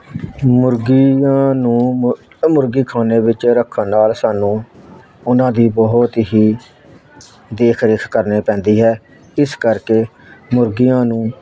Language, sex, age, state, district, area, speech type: Punjabi, male, 60+, Punjab, Hoshiarpur, rural, spontaneous